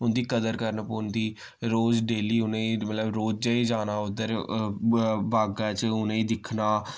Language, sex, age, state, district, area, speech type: Dogri, male, 18-30, Jammu and Kashmir, Samba, rural, spontaneous